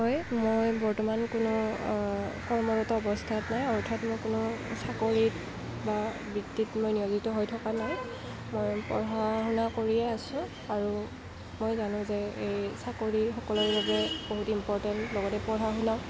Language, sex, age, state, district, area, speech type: Assamese, female, 18-30, Assam, Kamrup Metropolitan, urban, spontaneous